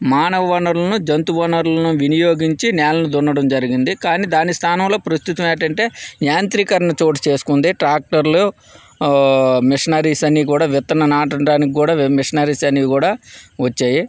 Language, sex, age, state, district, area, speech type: Telugu, male, 45-60, Andhra Pradesh, Vizianagaram, rural, spontaneous